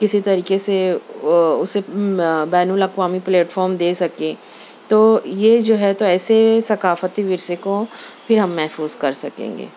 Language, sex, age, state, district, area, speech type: Urdu, female, 30-45, Maharashtra, Nashik, urban, spontaneous